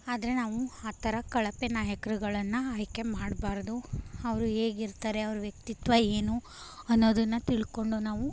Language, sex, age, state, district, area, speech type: Kannada, female, 18-30, Karnataka, Chamarajanagar, urban, spontaneous